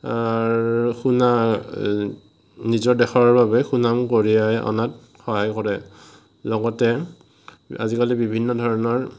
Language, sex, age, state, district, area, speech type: Assamese, male, 18-30, Assam, Morigaon, rural, spontaneous